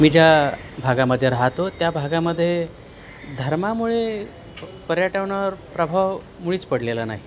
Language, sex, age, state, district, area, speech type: Marathi, male, 45-60, Maharashtra, Thane, rural, spontaneous